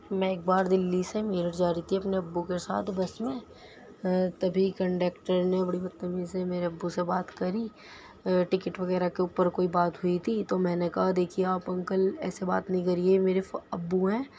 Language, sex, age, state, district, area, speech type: Urdu, female, 18-30, Delhi, Central Delhi, urban, spontaneous